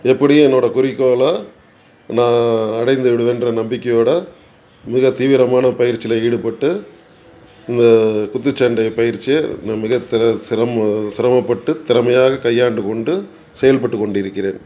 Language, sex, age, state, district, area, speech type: Tamil, male, 60+, Tamil Nadu, Tiruchirappalli, urban, spontaneous